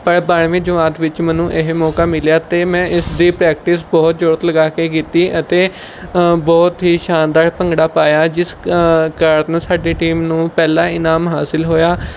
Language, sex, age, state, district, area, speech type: Punjabi, male, 18-30, Punjab, Mohali, rural, spontaneous